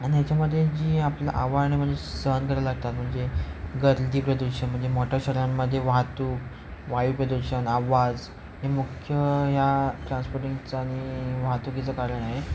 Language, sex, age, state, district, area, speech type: Marathi, male, 18-30, Maharashtra, Ratnagiri, urban, spontaneous